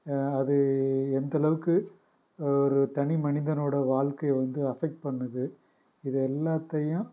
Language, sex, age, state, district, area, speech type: Tamil, male, 30-45, Tamil Nadu, Pudukkottai, rural, spontaneous